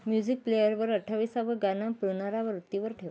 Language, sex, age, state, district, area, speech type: Marathi, female, 45-60, Maharashtra, Nagpur, urban, read